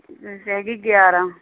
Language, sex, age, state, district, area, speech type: Punjabi, female, 45-60, Punjab, Mohali, urban, conversation